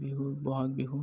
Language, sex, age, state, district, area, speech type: Assamese, male, 30-45, Assam, Darrang, rural, spontaneous